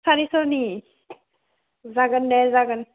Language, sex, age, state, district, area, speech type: Bodo, female, 18-30, Assam, Udalguri, rural, conversation